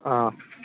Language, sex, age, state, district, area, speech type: Manipuri, male, 18-30, Manipur, Kangpokpi, urban, conversation